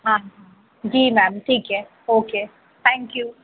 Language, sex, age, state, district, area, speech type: Hindi, female, 18-30, Madhya Pradesh, Harda, urban, conversation